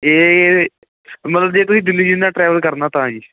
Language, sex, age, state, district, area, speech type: Punjabi, male, 18-30, Punjab, Ludhiana, urban, conversation